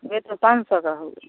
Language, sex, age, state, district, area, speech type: Hindi, female, 45-60, Bihar, Samastipur, rural, conversation